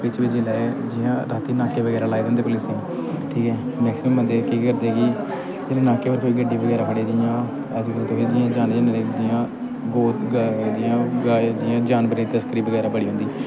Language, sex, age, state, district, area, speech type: Dogri, male, 18-30, Jammu and Kashmir, Kathua, rural, spontaneous